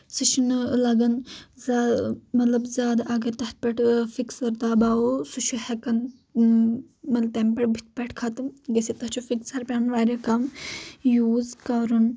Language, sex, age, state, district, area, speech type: Kashmiri, female, 18-30, Jammu and Kashmir, Anantnag, rural, spontaneous